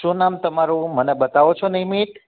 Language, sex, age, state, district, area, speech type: Gujarati, male, 45-60, Gujarat, Amreli, urban, conversation